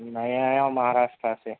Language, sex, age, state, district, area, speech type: Urdu, male, 30-45, Telangana, Hyderabad, urban, conversation